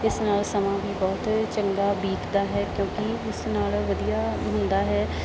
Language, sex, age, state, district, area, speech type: Punjabi, female, 30-45, Punjab, Bathinda, rural, spontaneous